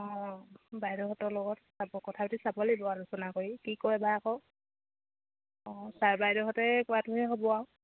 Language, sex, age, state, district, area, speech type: Assamese, female, 30-45, Assam, Jorhat, urban, conversation